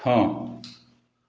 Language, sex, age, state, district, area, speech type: Odia, male, 60+, Odisha, Puri, urban, read